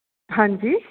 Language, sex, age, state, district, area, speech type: Punjabi, female, 30-45, Punjab, Patiala, urban, conversation